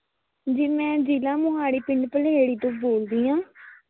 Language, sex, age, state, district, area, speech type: Punjabi, female, 18-30, Punjab, Mohali, rural, conversation